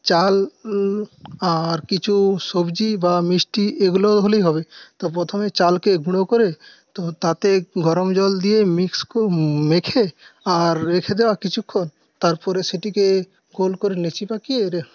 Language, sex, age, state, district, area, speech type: Bengali, male, 30-45, West Bengal, Paschim Medinipur, rural, spontaneous